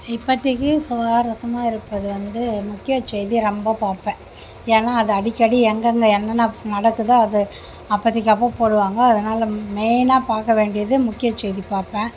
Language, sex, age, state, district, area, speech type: Tamil, female, 60+, Tamil Nadu, Mayiladuthurai, rural, spontaneous